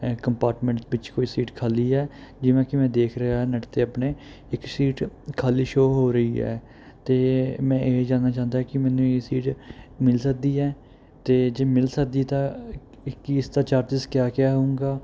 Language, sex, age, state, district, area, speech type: Punjabi, male, 18-30, Punjab, Kapurthala, rural, spontaneous